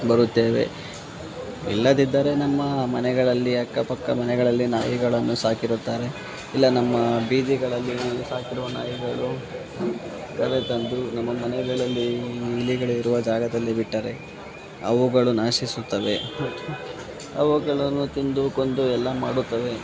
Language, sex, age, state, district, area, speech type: Kannada, male, 18-30, Karnataka, Kolar, rural, spontaneous